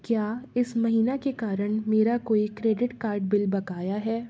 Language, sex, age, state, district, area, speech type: Hindi, female, 30-45, Madhya Pradesh, Jabalpur, urban, read